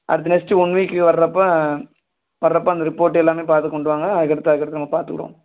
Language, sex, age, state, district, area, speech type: Tamil, male, 18-30, Tamil Nadu, Virudhunagar, rural, conversation